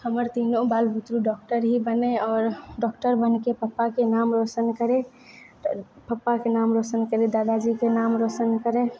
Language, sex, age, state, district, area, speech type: Maithili, female, 18-30, Bihar, Purnia, rural, spontaneous